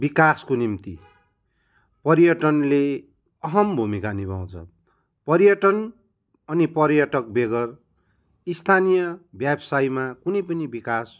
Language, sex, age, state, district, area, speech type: Nepali, male, 45-60, West Bengal, Kalimpong, rural, spontaneous